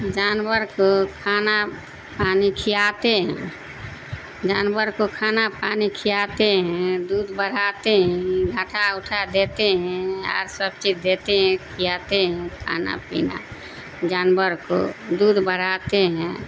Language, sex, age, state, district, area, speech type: Urdu, female, 60+, Bihar, Darbhanga, rural, spontaneous